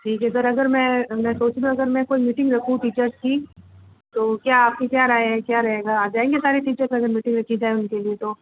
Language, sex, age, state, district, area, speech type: Hindi, female, 60+, Rajasthan, Jodhpur, urban, conversation